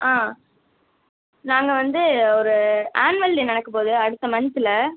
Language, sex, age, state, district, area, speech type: Tamil, female, 18-30, Tamil Nadu, Pudukkottai, rural, conversation